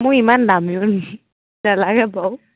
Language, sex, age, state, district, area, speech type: Assamese, female, 18-30, Assam, Dibrugarh, rural, conversation